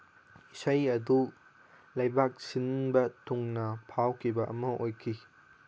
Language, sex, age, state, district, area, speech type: Manipuri, male, 18-30, Manipur, Kangpokpi, urban, read